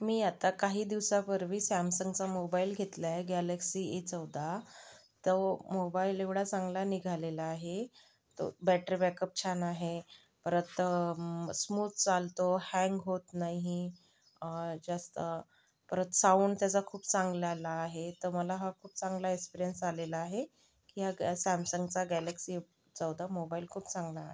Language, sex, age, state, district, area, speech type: Marathi, female, 30-45, Maharashtra, Yavatmal, rural, spontaneous